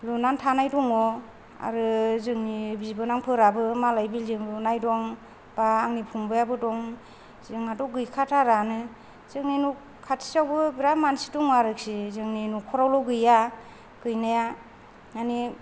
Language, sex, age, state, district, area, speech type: Bodo, female, 45-60, Assam, Kokrajhar, rural, spontaneous